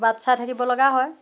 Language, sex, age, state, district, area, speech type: Assamese, female, 45-60, Assam, Jorhat, urban, spontaneous